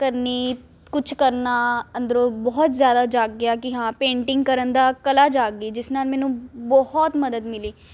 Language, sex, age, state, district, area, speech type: Punjabi, female, 18-30, Punjab, Ludhiana, urban, spontaneous